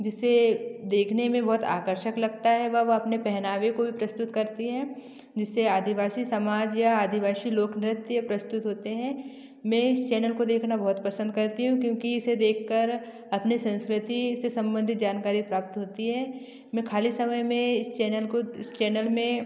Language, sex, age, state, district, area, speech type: Hindi, female, 18-30, Madhya Pradesh, Betul, rural, spontaneous